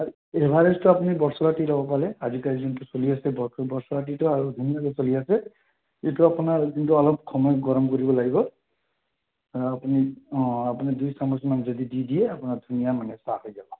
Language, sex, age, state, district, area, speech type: Assamese, male, 30-45, Assam, Sonitpur, rural, conversation